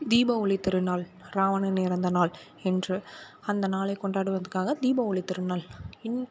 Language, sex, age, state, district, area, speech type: Tamil, female, 18-30, Tamil Nadu, Mayiladuthurai, rural, spontaneous